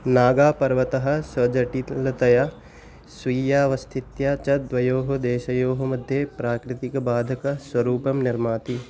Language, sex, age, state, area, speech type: Sanskrit, male, 18-30, Delhi, rural, read